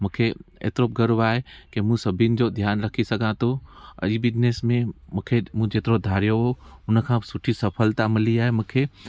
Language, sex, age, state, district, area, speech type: Sindhi, male, 30-45, Gujarat, Junagadh, rural, spontaneous